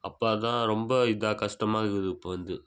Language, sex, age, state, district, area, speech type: Tamil, male, 18-30, Tamil Nadu, Viluppuram, rural, spontaneous